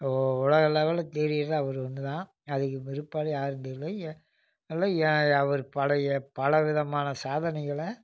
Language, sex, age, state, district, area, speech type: Tamil, male, 45-60, Tamil Nadu, Namakkal, rural, spontaneous